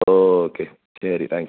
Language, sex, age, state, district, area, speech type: Malayalam, male, 18-30, Kerala, Kottayam, rural, conversation